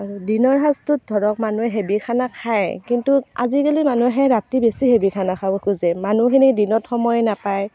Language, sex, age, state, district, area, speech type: Assamese, female, 30-45, Assam, Barpeta, rural, spontaneous